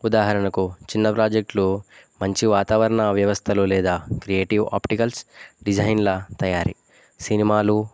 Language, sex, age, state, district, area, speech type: Telugu, male, 18-30, Telangana, Jayashankar, urban, spontaneous